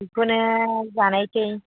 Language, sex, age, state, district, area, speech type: Bodo, female, 30-45, Assam, Baksa, rural, conversation